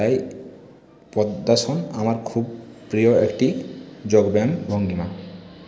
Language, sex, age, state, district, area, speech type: Bengali, male, 45-60, West Bengal, Purulia, urban, spontaneous